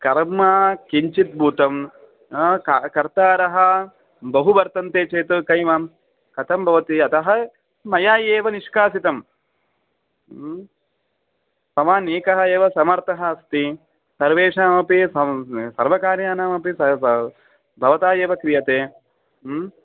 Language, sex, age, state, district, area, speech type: Sanskrit, male, 30-45, Telangana, Hyderabad, urban, conversation